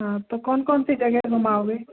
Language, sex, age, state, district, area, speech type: Hindi, female, 60+, Madhya Pradesh, Jabalpur, urban, conversation